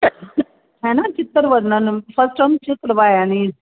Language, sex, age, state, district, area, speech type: Punjabi, female, 45-60, Punjab, Jalandhar, urban, conversation